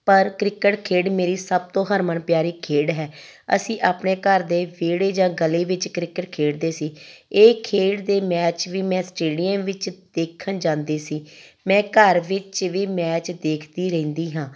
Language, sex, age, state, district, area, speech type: Punjabi, female, 30-45, Punjab, Tarn Taran, rural, spontaneous